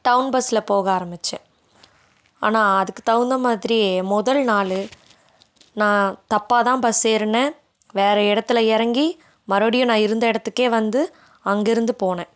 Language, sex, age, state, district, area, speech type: Tamil, female, 18-30, Tamil Nadu, Coimbatore, rural, spontaneous